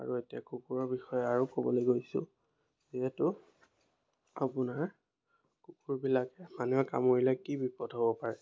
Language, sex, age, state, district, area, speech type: Assamese, male, 30-45, Assam, Biswanath, rural, spontaneous